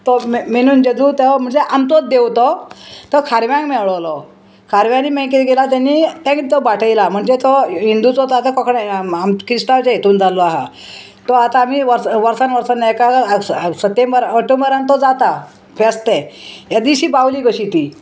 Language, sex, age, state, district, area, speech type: Goan Konkani, female, 60+, Goa, Salcete, rural, spontaneous